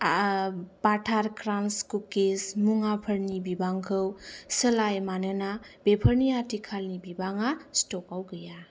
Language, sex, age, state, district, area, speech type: Bodo, female, 18-30, Assam, Kokrajhar, rural, read